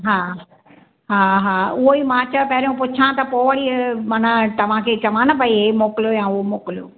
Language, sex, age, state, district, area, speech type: Sindhi, female, 60+, Maharashtra, Thane, urban, conversation